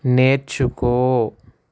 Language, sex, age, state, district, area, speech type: Telugu, male, 60+, Andhra Pradesh, Kakinada, urban, read